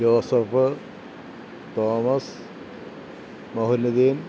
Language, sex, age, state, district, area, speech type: Malayalam, male, 60+, Kerala, Thiruvananthapuram, rural, spontaneous